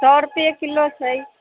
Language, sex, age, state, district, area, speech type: Maithili, female, 45-60, Bihar, Sitamarhi, rural, conversation